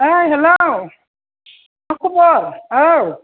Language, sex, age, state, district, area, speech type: Bodo, female, 60+, Assam, Chirang, rural, conversation